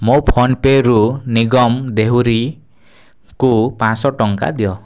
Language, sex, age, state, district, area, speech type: Odia, male, 18-30, Odisha, Kalahandi, rural, read